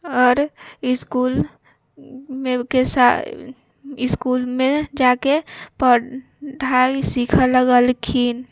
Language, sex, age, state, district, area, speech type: Maithili, female, 18-30, Bihar, Sitamarhi, urban, spontaneous